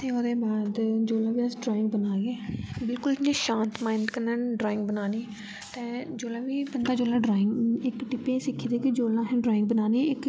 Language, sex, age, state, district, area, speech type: Dogri, female, 18-30, Jammu and Kashmir, Jammu, urban, spontaneous